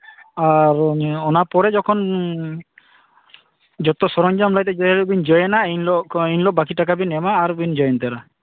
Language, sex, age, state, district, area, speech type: Santali, male, 18-30, West Bengal, Purulia, rural, conversation